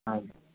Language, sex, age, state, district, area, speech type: Gujarati, male, 30-45, Gujarat, Anand, urban, conversation